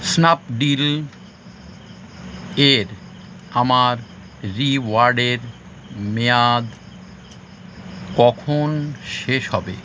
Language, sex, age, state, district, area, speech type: Bengali, male, 45-60, West Bengal, Howrah, urban, read